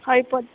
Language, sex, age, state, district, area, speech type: Odia, female, 18-30, Odisha, Malkangiri, urban, conversation